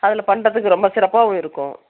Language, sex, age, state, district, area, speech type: Tamil, female, 30-45, Tamil Nadu, Dharmapuri, rural, conversation